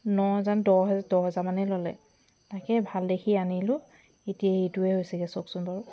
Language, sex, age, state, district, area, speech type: Assamese, female, 30-45, Assam, Sivasagar, rural, spontaneous